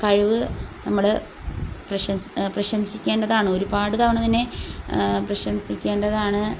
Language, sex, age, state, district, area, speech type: Malayalam, female, 30-45, Kerala, Kozhikode, rural, spontaneous